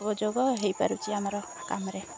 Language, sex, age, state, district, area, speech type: Odia, female, 30-45, Odisha, Kendrapara, urban, spontaneous